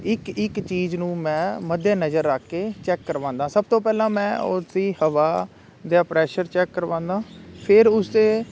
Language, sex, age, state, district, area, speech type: Punjabi, male, 45-60, Punjab, Jalandhar, urban, spontaneous